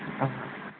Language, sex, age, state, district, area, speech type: Kannada, male, 30-45, Karnataka, Udupi, rural, conversation